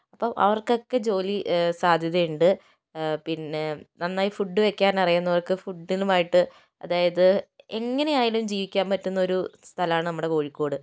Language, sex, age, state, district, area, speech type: Malayalam, female, 18-30, Kerala, Kozhikode, urban, spontaneous